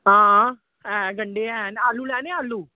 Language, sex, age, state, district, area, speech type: Dogri, male, 18-30, Jammu and Kashmir, Samba, rural, conversation